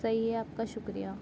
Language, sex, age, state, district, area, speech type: Urdu, female, 18-30, Delhi, North East Delhi, urban, spontaneous